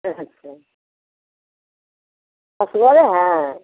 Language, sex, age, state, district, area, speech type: Hindi, female, 60+, Bihar, Samastipur, rural, conversation